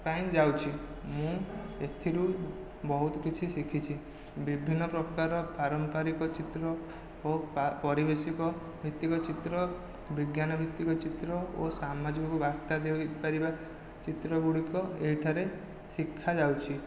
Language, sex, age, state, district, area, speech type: Odia, male, 18-30, Odisha, Khordha, rural, spontaneous